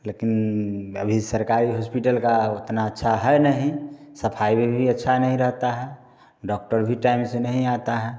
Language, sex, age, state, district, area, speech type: Hindi, male, 45-60, Bihar, Samastipur, urban, spontaneous